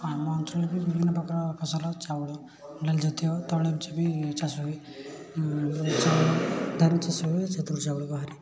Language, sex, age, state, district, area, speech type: Odia, male, 18-30, Odisha, Puri, urban, spontaneous